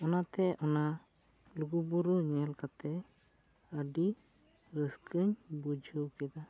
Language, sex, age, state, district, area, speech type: Santali, male, 18-30, West Bengal, Bankura, rural, spontaneous